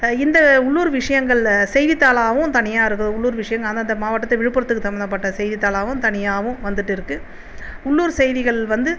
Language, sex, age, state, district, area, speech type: Tamil, female, 45-60, Tamil Nadu, Viluppuram, urban, spontaneous